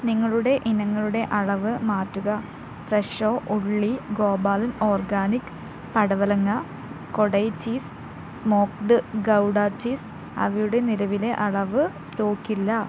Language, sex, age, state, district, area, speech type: Malayalam, female, 18-30, Kerala, Wayanad, rural, read